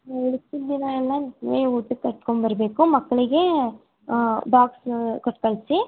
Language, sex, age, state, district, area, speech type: Kannada, female, 18-30, Karnataka, Tumkur, rural, conversation